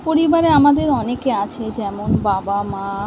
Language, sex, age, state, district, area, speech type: Bengali, female, 45-60, West Bengal, Kolkata, urban, spontaneous